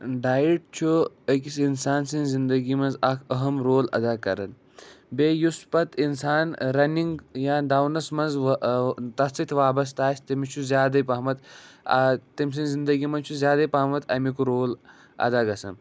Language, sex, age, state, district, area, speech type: Kashmiri, male, 45-60, Jammu and Kashmir, Budgam, rural, spontaneous